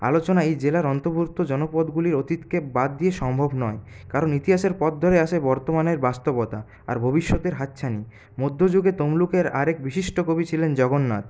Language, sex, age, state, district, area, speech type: Bengali, male, 30-45, West Bengal, Purulia, urban, spontaneous